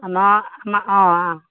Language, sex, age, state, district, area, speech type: Assamese, female, 60+, Assam, Morigaon, rural, conversation